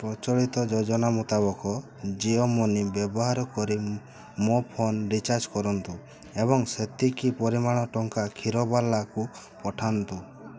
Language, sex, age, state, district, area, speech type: Odia, male, 18-30, Odisha, Mayurbhanj, rural, read